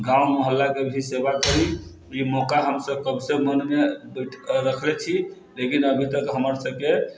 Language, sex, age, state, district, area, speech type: Maithili, male, 30-45, Bihar, Sitamarhi, rural, spontaneous